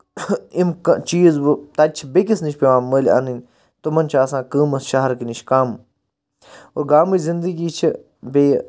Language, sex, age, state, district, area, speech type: Kashmiri, male, 30-45, Jammu and Kashmir, Baramulla, rural, spontaneous